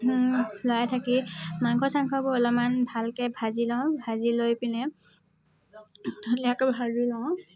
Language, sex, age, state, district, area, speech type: Assamese, female, 18-30, Assam, Tinsukia, rural, spontaneous